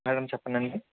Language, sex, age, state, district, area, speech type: Telugu, male, 45-60, Andhra Pradesh, Kakinada, rural, conversation